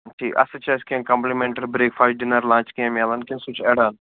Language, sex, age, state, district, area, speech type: Kashmiri, male, 18-30, Jammu and Kashmir, Srinagar, urban, conversation